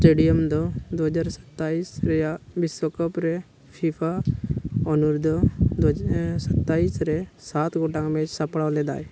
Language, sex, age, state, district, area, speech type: Santali, male, 30-45, Jharkhand, East Singhbhum, rural, read